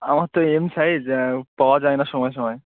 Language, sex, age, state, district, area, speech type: Bengali, male, 18-30, West Bengal, Murshidabad, urban, conversation